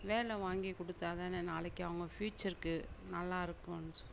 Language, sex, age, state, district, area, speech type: Tamil, female, 60+, Tamil Nadu, Mayiladuthurai, rural, spontaneous